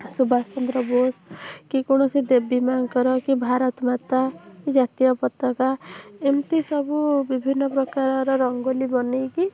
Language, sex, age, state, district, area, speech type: Odia, female, 18-30, Odisha, Bhadrak, rural, spontaneous